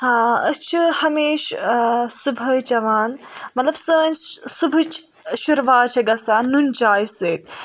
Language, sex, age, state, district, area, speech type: Kashmiri, female, 18-30, Jammu and Kashmir, Budgam, rural, spontaneous